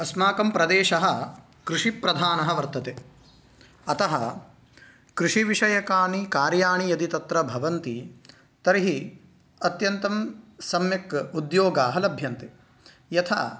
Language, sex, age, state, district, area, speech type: Sanskrit, male, 18-30, Karnataka, Uttara Kannada, rural, spontaneous